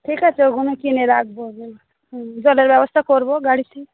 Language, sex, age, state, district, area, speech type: Bengali, female, 30-45, West Bengal, Darjeeling, urban, conversation